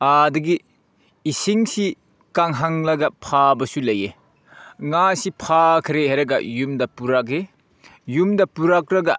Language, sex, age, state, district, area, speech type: Manipuri, male, 30-45, Manipur, Senapati, urban, spontaneous